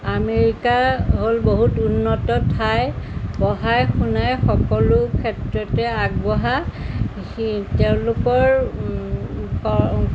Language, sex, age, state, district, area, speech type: Assamese, female, 60+, Assam, Jorhat, urban, spontaneous